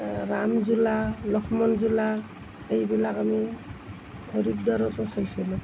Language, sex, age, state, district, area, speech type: Assamese, female, 60+, Assam, Nalbari, rural, spontaneous